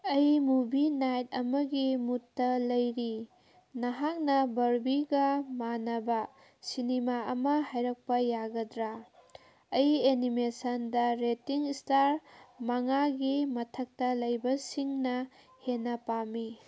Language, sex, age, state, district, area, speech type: Manipuri, female, 30-45, Manipur, Kangpokpi, urban, read